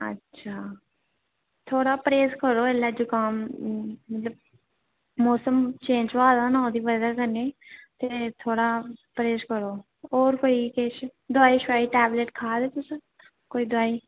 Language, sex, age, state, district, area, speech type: Dogri, female, 18-30, Jammu and Kashmir, Reasi, rural, conversation